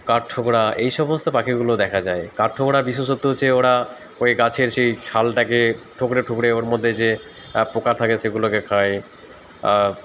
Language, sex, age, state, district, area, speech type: Bengali, male, 30-45, West Bengal, Dakshin Dinajpur, urban, spontaneous